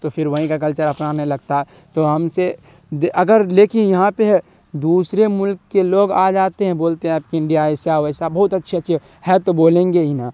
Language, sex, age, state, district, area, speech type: Urdu, male, 18-30, Bihar, Darbhanga, rural, spontaneous